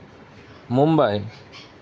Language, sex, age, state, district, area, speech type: Assamese, male, 30-45, Assam, Golaghat, rural, read